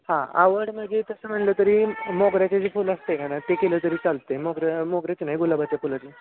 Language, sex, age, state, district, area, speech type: Marathi, male, 18-30, Maharashtra, Satara, urban, conversation